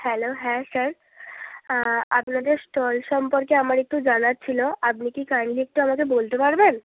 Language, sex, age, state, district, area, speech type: Bengali, female, 30-45, West Bengal, Bankura, urban, conversation